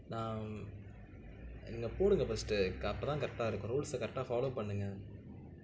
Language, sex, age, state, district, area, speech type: Tamil, male, 18-30, Tamil Nadu, Nagapattinam, rural, spontaneous